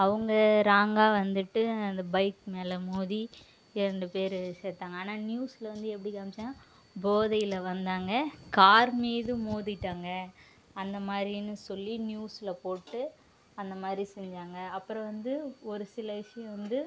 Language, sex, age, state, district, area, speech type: Tamil, female, 18-30, Tamil Nadu, Kallakurichi, rural, spontaneous